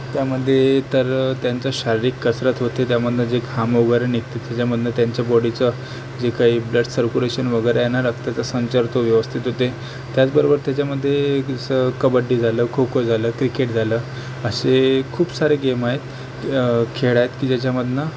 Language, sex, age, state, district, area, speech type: Marathi, male, 30-45, Maharashtra, Akola, rural, spontaneous